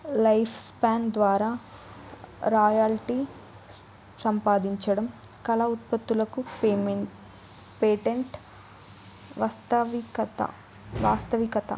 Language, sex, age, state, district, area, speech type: Telugu, female, 18-30, Telangana, Jayashankar, urban, spontaneous